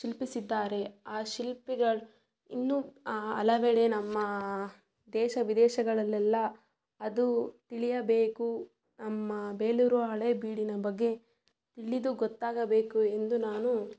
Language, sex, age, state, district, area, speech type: Kannada, female, 18-30, Karnataka, Tumkur, rural, spontaneous